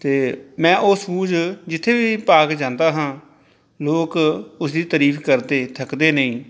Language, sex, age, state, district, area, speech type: Punjabi, male, 45-60, Punjab, Pathankot, rural, spontaneous